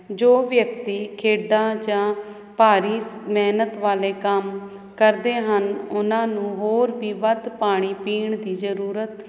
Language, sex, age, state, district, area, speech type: Punjabi, female, 30-45, Punjab, Hoshiarpur, urban, spontaneous